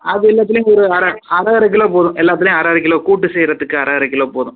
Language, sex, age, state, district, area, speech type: Tamil, male, 18-30, Tamil Nadu, Pudukkottai, rural, conversation